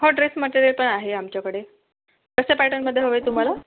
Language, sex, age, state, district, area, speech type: Marathi, female, 45-60, Maharashtra, Yavatmal, urban, conversation